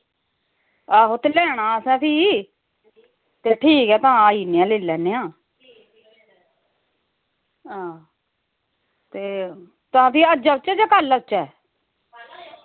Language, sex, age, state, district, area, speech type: Dogri, female, 45-60, Jammu and Kashmir, Samba, rural, conversation